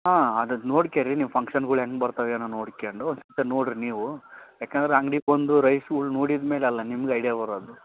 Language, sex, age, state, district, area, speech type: Kannada, male, 45-60, Karnataka, Raichur, rural, conversation